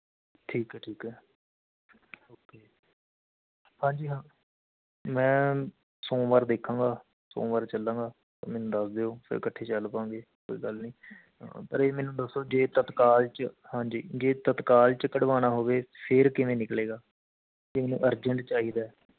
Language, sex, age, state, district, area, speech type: Punjabi, male, 18-30, Punjab, Mohali, urban, conversation